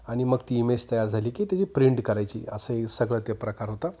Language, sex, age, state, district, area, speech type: Marathi, male, 45-60, Maharashtra, Nashik, urban, spontaneous